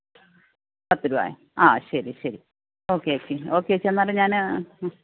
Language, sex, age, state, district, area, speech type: Malayalam, female, 45-60, Kerala, Pathanamthitta, rural, conversation